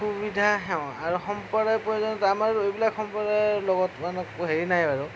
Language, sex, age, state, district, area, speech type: Assamese, male, 30-45, Assam, Darrang, rural, spontaneous